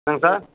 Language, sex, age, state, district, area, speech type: Tamil, male, 45-60, Tamil Nadu, Theni, rural, conversation